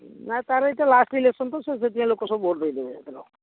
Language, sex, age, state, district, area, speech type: Odia, male, 60+, Odisha, Bhadrak, rural, conversation